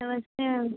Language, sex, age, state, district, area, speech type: Hindi, female, 18-30, Uttar Pradesh, Pratapgarh, urban, conversation